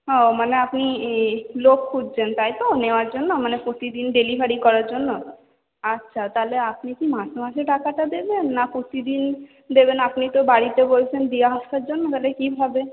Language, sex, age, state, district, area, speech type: Bengali, female, 30-45, West Bengal, Purba Bardhaman, urban, conversation